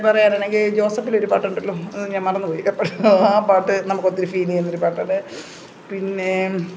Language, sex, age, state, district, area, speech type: Malayalam, female, 45-60, Kerala, Pathanamthitta, rural, spontaneous